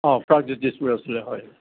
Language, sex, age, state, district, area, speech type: Assamese, male, 60+, Assam, Kamrup Metropolitan, urban, conversation